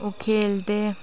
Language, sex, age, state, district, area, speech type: Dogri, female, 18-30, Jammu and Kashmir, Reasi, rural, spontaneous